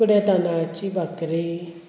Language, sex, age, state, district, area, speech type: Goan Konkani, female, 45-60, Goa, Murmgao, urban, spontaneous